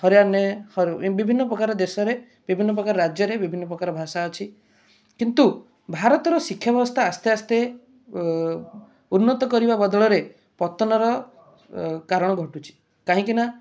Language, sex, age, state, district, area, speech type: Odia, male, 30-45, Odisha, Kendrapara, urban, spontaneous